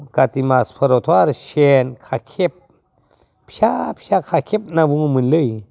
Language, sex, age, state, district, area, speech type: Bodo, male, 60+, Assam, Udalguri, rural, spontaneous